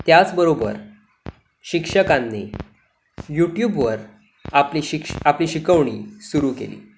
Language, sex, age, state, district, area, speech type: Marathi, male, 18-30, Maharashtra, Sindhudurg, rural, spontaneous